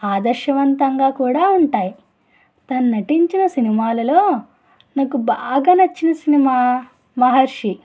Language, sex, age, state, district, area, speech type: Telugu, female, 30-45, Andhra Pradesh, East Godavari, rural, spontaneous